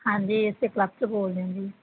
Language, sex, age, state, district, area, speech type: Punjabi, female, 18-30, Punjab, Barnala, rural, conversation